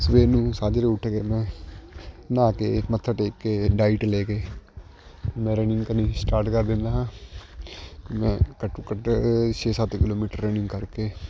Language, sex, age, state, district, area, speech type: Punjabi, male, 18-30, Punjab, Shaheed Bhagat Singh Nagar, rural, spontaneous